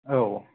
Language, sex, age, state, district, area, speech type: Bodo, male, 18-30, Assam, Kokrajhar, rural, conversation